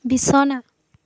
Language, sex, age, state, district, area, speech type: Assamese, female, 18-30, Assam, Dhemaji, rural, read